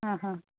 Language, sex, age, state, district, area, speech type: Marathi, female, 45-60, Maharashtra, Mumbai Suburban, urban, conversation